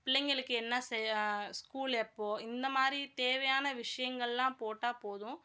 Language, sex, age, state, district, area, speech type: Tamil, female, 30-45, Tamil Nadu, Madurai, urban, spontaneous